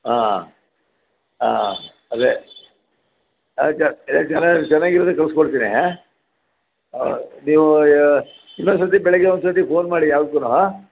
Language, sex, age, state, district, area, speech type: Kannada, male, 60+, Karnataka, Chamarajanagar, rural, conversation